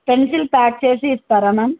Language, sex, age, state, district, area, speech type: Telugu, female, 18-30, Telangana, Mahbubnagar, urban, conversation